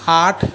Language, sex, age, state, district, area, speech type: Maithili, male, 45-60, Bihar, Sitamarhi, rural, spontaneous